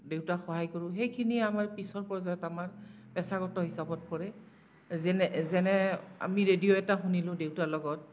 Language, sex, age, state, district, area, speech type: Assamese, female, 45-60, Assam, Barpeta, rural, spontaneous